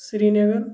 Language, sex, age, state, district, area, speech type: Kashmiri, male, 30-45, Jammu and Kashmir, Kupwara, urban, spontaneous